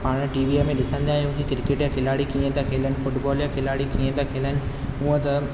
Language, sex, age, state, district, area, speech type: Sindhi, male, 18-30, Rajasthan, Ajmer, urban, spontaneous